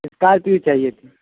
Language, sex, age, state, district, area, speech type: Urdu, male, 18-30, Bihar, Purnia, rural, conversation